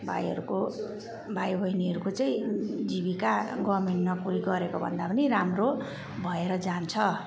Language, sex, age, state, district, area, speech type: Nepali, female, 45-60, West Bengal, Jalpaiguri, urban, spontaneous